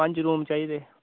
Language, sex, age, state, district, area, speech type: Dogri, male, 18-30, Jammu and Kashmir, Udhampur, rural, conversation